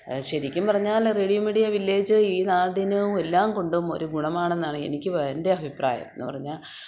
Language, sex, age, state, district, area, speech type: Malayalam, female, 45-60, Kerala, Kottayam, rural, spontaneous